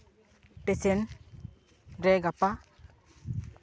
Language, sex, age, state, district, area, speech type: Santali, male, 18-30, West Bengal, Purba Bardhaman, rural, spontaneous